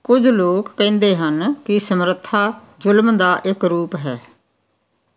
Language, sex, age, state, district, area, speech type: Punjabi, female, 60+, Punjab, Muktsar, urban, read